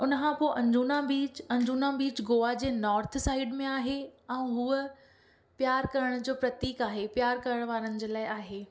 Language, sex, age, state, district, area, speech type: Sindhi, female, 18-30, Maharashtra, Thane, urban, spontaneous